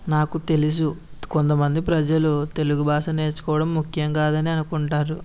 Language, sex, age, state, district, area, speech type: Telugu, male, 18-30, Andhra Pradesh, Konaseema, rural, spontaneous